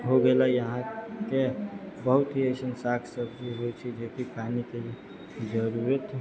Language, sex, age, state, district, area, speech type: Maithili, male, 30-45, Bihar, Sitamarhi, urban, spontaneous